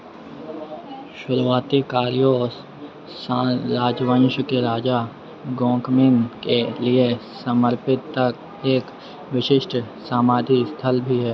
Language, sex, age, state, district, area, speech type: Hindi, male, 30-45, Madhya Pradesh, Harda, urban, read